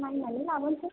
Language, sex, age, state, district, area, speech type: Bodo, female, 18-30, Assam, Kokrajhar, rural, conversation